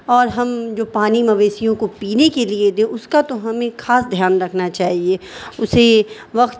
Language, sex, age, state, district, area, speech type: Urdu, female, 18-30, Bihar, Darbhanga, rural, spontaneous